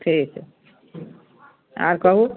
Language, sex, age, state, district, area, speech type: Maithili, female, 60+, Bihar, Muzaffarpur, rural, conversation